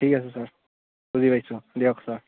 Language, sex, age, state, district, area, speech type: Assamese, male, 18-30, Assam, Barpeta, rural, conversation